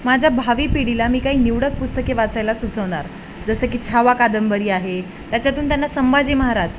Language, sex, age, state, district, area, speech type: Marathi, female, 18-30, Maharashtra, Jalna, urban, spontaneous